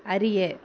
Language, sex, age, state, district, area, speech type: Tamil, female, 45-60, Tamil Nadu, Viluppuram, urban, read